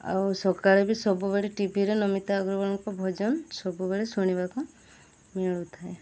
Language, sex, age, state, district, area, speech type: Odia, female, 45-60, Odisha, Sundergarh, urban, spontaneous